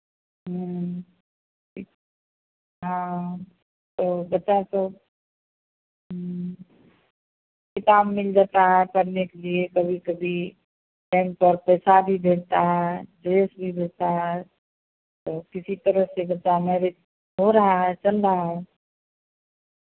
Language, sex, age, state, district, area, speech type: Hindi, female, 60+, Bihar, Madhepura, rural, conversation